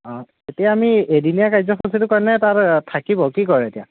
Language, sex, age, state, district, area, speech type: Assamese, male, 18-30, Assam, Lakhimpur, rural, conversation